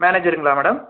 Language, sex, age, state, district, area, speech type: Tamil, male, 18-30, Tamil Nadu, Pudukkottai, rural, conversation